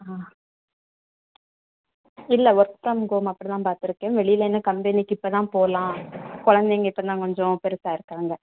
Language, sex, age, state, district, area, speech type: Tamil, female, 18-30, Tamil Nadu, Kanyakumari, rural, conversation